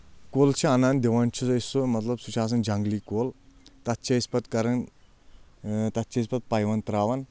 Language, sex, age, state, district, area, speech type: Kashmiri, male, 18-30, Jammu and Kashmir, Anantnag, rural, spontaneous